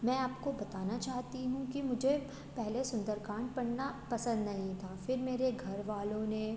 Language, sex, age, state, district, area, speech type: Hindi, female, 18-30, Madhya Pradesh, Betul, rural, spontaneous